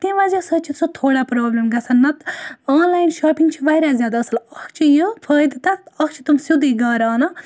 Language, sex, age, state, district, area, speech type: Kashmiri, female, 18-30, Jammu and Kashmir, Baramulla, rural, spontaneous